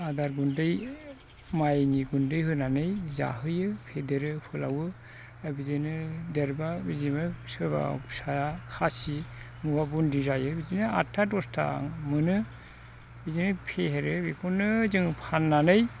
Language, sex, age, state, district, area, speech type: Bodo, male, 60+, Assam, Chirang, rural, spontaneous